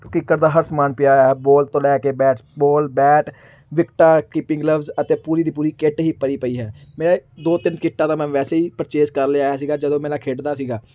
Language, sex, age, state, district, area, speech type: Punjabi, male, 18-30, Punjab, Amritsar, urban, spontaneous